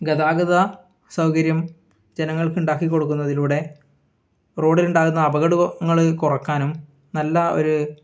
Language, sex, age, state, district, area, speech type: Malayalam, male, 18-30, Kerala, Kannur, rural, spontaneous